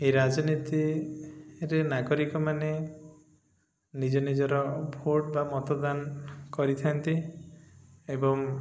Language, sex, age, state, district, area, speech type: Odia, male, 30-45, Odisha, Koraput, urban, spontaneous